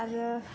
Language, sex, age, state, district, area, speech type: Bodo, female, 18-30, Assam, Kokrajhar, rural, spontaneous